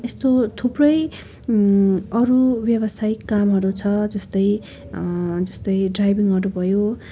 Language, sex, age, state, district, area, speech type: Nepali, female, 18-30, West Bengal, Darjeeling, rural, spontaneous